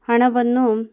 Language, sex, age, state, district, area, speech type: Kannada, female, 30-45, Karnataka, Mandya, rural, spontaneous